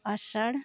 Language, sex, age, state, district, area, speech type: Santali, female, 30-45, West Bengal, Uttar Dinajpur, rural, spontaneous